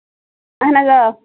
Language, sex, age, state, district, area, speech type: Kashmiri, female, 30-45, Jammu and Kashmir, Baramulla, rural, conversation